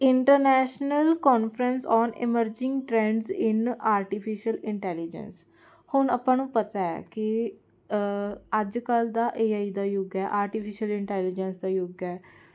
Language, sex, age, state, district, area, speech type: Punjabi, female, 18-30, Punjab, Jalandhar, urban, spontaneous